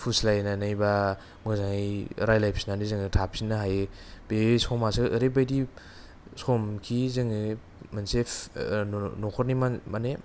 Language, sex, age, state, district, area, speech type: Bodo, male, 18-30, Assam, Kokrajhar, urban, spontaneous